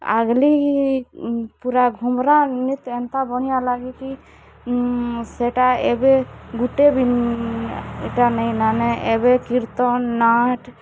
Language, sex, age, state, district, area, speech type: Odia, female, 45-60, Odisha, Kalahandi, rural, spontaneous